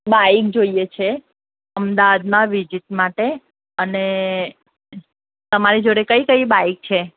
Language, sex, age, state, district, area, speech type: Gujarati, female, 30-45, Gujarat, Ahmedabad, urban, conversation